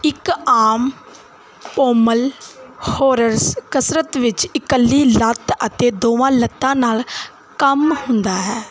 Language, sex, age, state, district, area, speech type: Punjabi, female, 18-30, Punjab, Gurdaspur, rural, read